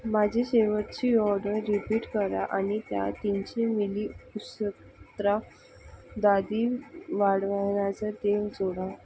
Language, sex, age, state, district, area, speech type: Marathi, female, 18-30, Maharashtra, Thane, urban, read